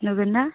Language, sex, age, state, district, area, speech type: Bodo, female, 18-30, Assam, Udalguri, rural, conversation